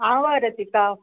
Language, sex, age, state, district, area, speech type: Goan Konkani, female, 60+, Goa, Quepem, rural, conversation